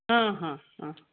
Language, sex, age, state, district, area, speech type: Odia, female, 60+, Odisha, Gajapati, rural, conversation